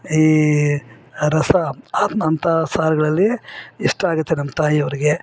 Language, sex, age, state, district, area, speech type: Kannada, female, 60+, Karnataka, Bangalore Urban, rural, spontaneous